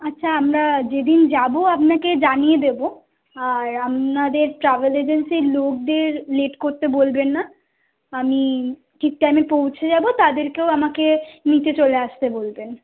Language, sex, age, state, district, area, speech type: Bengali, female, 18-30, West Bengal, Kolkata, urban, conversation